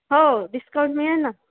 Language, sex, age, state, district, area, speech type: Marathi, female, 18-30, Maharashtra, Akola, rural, conversation